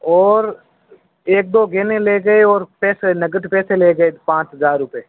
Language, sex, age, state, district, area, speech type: Hindi, male, 18-30, Rajasthan, Nagaur, rural, conversation